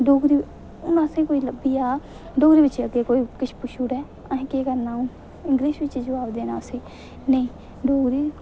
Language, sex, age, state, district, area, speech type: Dogri, female, 18-30, Jammu and Kashmir, Reasi, rural, spontaneous